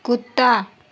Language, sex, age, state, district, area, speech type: Hindi, female, 30-45, Uttar Pradesh, Azamgarh, rural, read